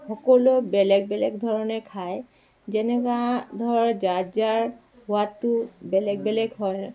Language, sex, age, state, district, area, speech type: Assamese, female, 45-60, Assam, Dibrugarh, rural, spontaneous